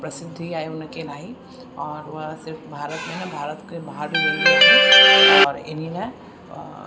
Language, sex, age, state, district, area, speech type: Sindhi, female, 30-45, Uttar Pradesh, Lucknow, urban, spontaneous